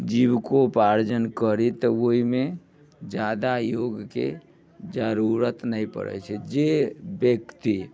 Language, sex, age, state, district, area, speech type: Maithili, male, 45-60, Bihar, Muzaffarpur, urban, spontaneous